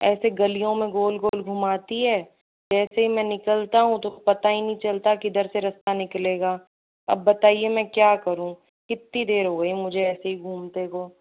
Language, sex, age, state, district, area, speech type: Hindi, female, 18-30, Rajasthan, Jaipur, urban, conversation